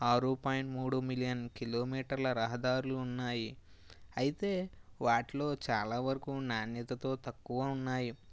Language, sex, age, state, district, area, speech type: Telugu, male, 30-45, Andhra Pradesh, Kakinada, rural, spontaneous